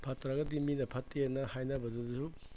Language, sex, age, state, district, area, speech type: Manipuri, male, 60+, Manipur, Imphal East, urban, spontaneous